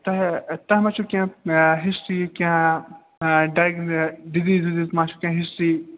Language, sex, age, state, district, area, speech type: Kashmiri, male, 30-45, Jammu and Kashmir, Srinagar, urban, conversation